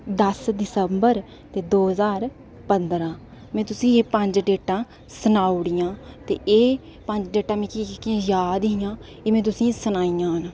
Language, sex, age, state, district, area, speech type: Dogri, female, 18-30, Jammu and Kashmir, Udhampur, rural, spontaneous